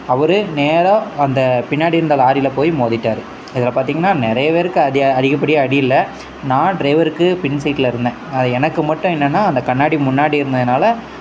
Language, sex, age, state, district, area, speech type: Tamil, male, 30-45, Tamil Nadu, Thoothukudi, urban, spontaneous